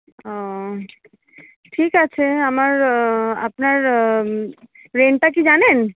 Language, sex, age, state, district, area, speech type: Bengali, female, 30-45, West Bengal, Kolkata, urban, conversation